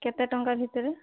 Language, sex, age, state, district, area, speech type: Odia, female, 45-60, Odisha, Mayurbhanj, rural, conversation